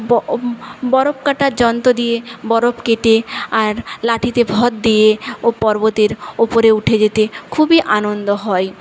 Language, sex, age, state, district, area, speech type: Bengali, female, 45-60, West Bengal, Paschim Medinipur, rural, spontaneous